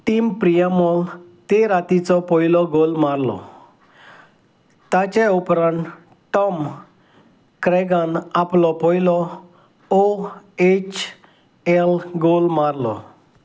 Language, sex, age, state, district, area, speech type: Goan Konkani, male, 45-60, Goa, Salcete, rural, read